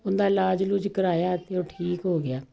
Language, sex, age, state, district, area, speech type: Punjabi, female, 45-60, Punjab, Kapurthala, urban, spontaneous